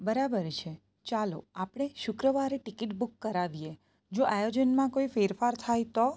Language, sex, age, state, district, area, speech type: Gujarati, female, 30-45, Gujarat, Surat, rural, read